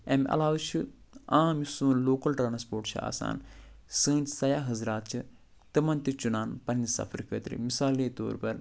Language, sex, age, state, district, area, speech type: Kashmiri, male, 45-60, Jammu and Kashmir, Budgam, rural, spontaneous